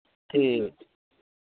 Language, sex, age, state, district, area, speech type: Punjabi, male, 18-30, Punjab, Muktsar, rural, conversation